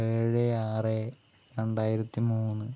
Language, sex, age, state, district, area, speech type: Malayalam, male, 45-60, Kerala, Palakkad, urban, spontaneous